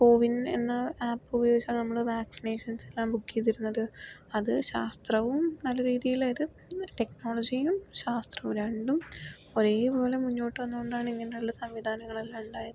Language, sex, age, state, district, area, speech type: Malayalam, female, 18-30, Kerala, Palakkad, rural, spontaneous